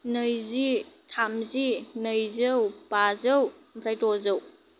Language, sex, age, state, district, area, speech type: Bodo, female, 18-30, Assam, Kokrajhar, rural, spontaneous